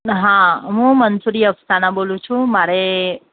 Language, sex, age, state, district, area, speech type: Gujarati, female, 30-45, Gujarat, Ahmedabad, urban, conversation